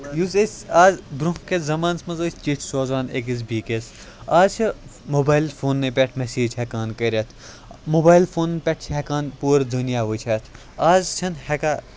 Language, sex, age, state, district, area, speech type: Kashmiri, male, 18-30, Jammu and Kashmir, Kupwara, rural, spontaneous